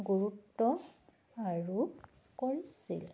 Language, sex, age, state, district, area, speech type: Assamese, female, 45-60, Assam, Charaideo, urban, spontaneous